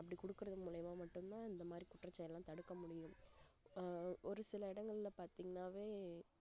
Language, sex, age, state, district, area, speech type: Tamil, female, 18-30, Tamil Nadu, Kallakurichi, urban, spontaneous